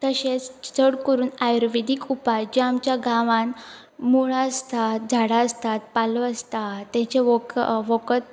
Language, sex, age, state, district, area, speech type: Goan Konkani, female, 18-30, Goa, Pernem, rural, spontaneous